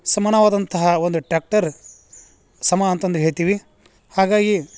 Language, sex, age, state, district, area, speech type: Kannada, male, 45-60, Karnataka, Gadag, rural, spontaneous